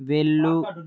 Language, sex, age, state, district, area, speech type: Telugu, male, 18-30, Andhra Pradesh, Srikakulam, urban, read